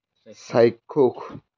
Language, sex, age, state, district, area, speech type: Assamese, male, 18-30, Assam, Lakhimpur, rural, read